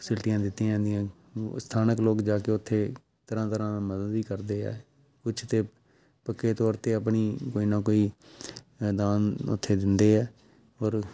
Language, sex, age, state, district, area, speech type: Punjabi, male, 45-60, Punjab, Amritsar, urban, spontaneous